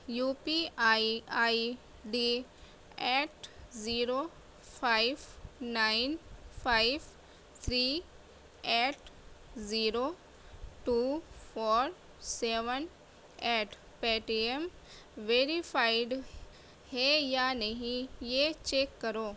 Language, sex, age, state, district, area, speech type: Urdu, female, 30-45, Delhi, South Delhi, urban, read